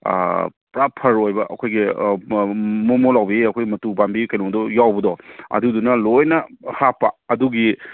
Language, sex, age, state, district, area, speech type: Manipuri, male, 30-45, Manipur, Kangpokpi, urban, conversation